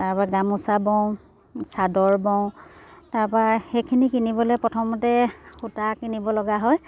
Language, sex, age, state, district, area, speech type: Assamese, female, 30-45, Assam, Dibrugarh, urban, spontaneous